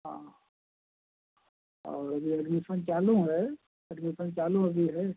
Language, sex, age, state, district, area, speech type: Hindi, male, 45-60, Uttar Pradesh, Ghazipur, rural, conversation